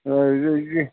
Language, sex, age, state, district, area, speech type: Odia, male, 45-60, Odisha, Jagatsinghpur, urban, conversation